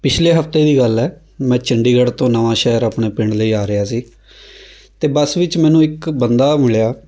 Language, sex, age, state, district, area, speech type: Punjabi, female, 30-45, Punjab, Shaheed Bhagat Singh Nagar, rural, spontaneous